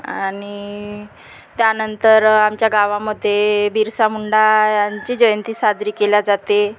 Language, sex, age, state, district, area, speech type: Marathi, female, 30-45, Maharashtra, Nagpur, rural, spontaneous